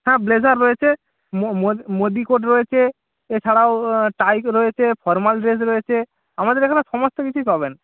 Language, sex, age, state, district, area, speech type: Bengali, male, 18-30, West Bengal, Jalpaiguri, rural, conversation